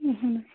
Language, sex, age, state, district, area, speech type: Kashmiri, female, 30-45, Jammu and Kashmir, Kulgam, rural, conversation